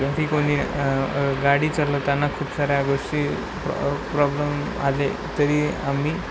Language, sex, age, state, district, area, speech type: Marathi, male, 18-30, Maharashtra, Nanded, urban, spontaneous